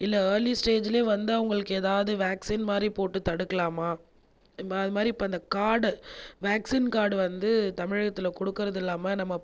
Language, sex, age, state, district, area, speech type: Tamil, female, 30-45, Tamil Nadu, Viluppuram, urban, spontaneous